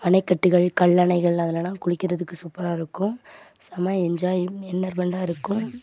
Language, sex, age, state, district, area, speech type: Tamil, female, 18-30, Tamil Nadu, Thoothukudi, rural, spontaneous